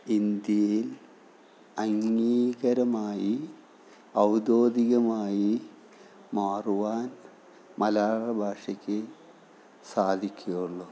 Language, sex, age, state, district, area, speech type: Malayalam, male, 45-60, Kerala, Thiruvananthapuram, rural, spontaneous